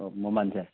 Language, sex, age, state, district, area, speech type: Manipuri, male, 30-45, Manipur, Churachandpur, rural, conversation